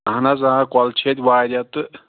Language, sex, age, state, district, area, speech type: Kashmiri, male, 18-30, Jammu and Kashmir, Pulwama, rural, conversation